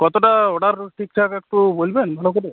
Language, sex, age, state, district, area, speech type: Bengali, male, 45-60, West Bengal, Uttar Dinajpur, rural, conversation